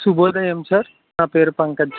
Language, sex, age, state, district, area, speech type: Telugu, male, 18-30, Andhra Pradesh, West Godavari, rural, conversation